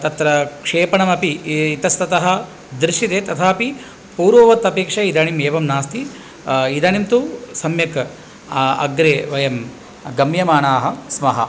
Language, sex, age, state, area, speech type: Sanskrit, male, 45-60, Tamil Nadu, rural, spontaneous